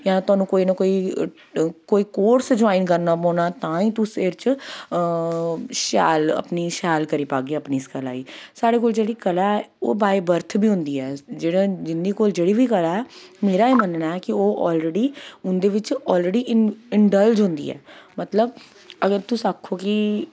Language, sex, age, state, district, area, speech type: Dogri, female, 30-45, Jammu and Kashmir, Jammu, urban, spontaneous